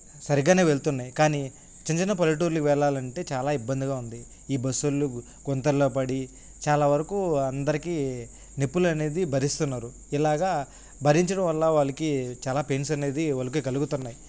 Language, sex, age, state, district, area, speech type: Telugu, male, 18-30, Andhra Pradesh, Nellore, rural, spontaneous